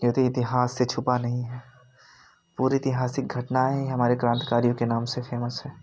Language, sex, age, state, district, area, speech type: Hindi, male, 30-45, Uttar Pradesh, Jaunpur, rural, spontaneous